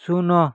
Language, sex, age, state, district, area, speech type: Odia, male, 18-30, Odisha, Kalahandi, rural, read